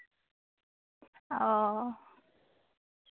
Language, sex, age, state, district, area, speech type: Santali, female, 18-30, West Bengal, Jhargram, rural, conversation